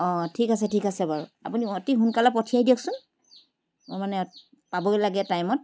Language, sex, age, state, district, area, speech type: Assamese, female, 45-60, Assam, Charaideo, urban, spontaneous